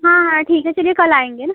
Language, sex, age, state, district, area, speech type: Hindi, female, 18-30, Uttar Pradesh, Prayagraj, rural, conversation